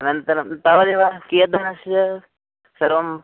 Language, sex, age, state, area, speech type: Sanskrit, male, 18-30, Chhattisgarh, urban, conversation